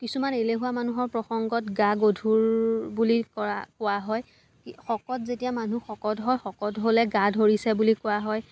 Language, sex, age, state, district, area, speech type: Assamese, female, 18-30, Assam, Dibrugarh, rural, spontaneous